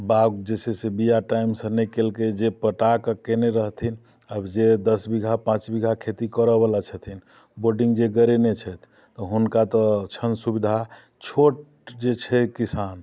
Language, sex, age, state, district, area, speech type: Maithili, male, 45-60, Bihar, Muzaffarpur, rural, spontaneous